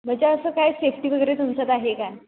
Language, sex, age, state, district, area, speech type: Marathi, female, 18-30, Maharashtra, Kolhapur, rural, conversation